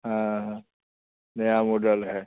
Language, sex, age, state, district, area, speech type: Hindi, male, 45-60, Bihar, Muzaffarpur, urban, conversation